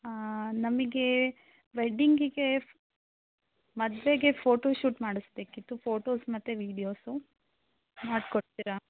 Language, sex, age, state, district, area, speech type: Kannada, female, 18-30, Karnataka, Shimoga, rural, conversation